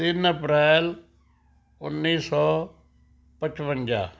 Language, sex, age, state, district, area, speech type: Punjabi, male, 60+, Punjab, Rupnagar, urban, spontaneous